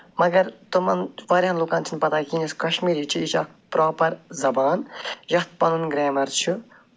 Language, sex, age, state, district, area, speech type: Kashmiri, male, 45-60, Jammu and Kashmir, Budgam, urban, spontaneous